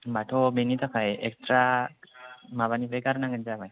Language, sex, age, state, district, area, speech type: Bodo, male, 18-30, Assam, Kokrajhar, rural, conversation